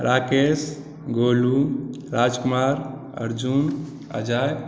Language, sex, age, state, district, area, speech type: Maithili, male, 18-30, Bihar, Madhubani, rural, spontaneous